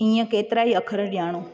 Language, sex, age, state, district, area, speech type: Sindhi, female, 18-30, Gujarat, Junagadh, rural, read